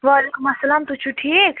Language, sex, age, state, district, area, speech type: Kashmiri, female, 30-45, Jammu and Kashmir, Bandipora, rural, conversation